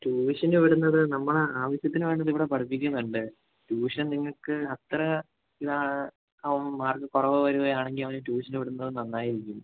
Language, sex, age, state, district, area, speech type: Malayalam, male, 18-30, Kerala, Idukki, urban, conversation